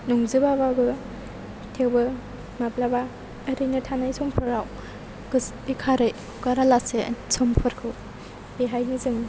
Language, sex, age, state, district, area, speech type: Bodo, female, 18-30, Assam, Chirang, rural, spontaneous